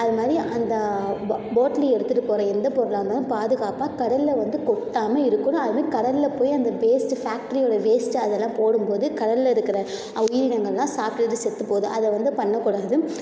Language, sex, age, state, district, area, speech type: Tamil, female, 18-30, Tamil Nadu, Thanjavur, urban, spontaneous